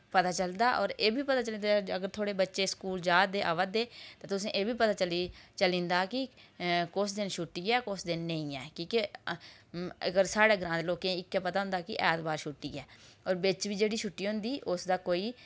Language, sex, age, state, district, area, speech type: Dogri, female, 30-45, Jammu and Kashmir, Udhampur, rural, spontaneous